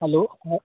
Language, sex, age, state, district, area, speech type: Assamese, male, 18-30, Assam, Charaideo, urban, conversation